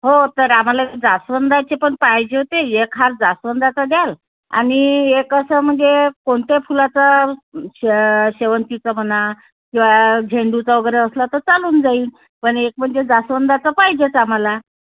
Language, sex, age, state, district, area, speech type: Marathi, female, 30-45, Maharashtra, Wardha, rural, conversation